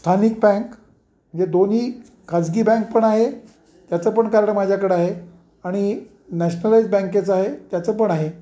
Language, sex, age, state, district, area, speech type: Marathi, male, 60+, Maharashtra, Kolhapur, urban, spontaneous